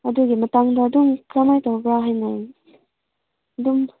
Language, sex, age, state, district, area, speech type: Manipuri, female, 18-30, Manipur, Senapati, rural, conversation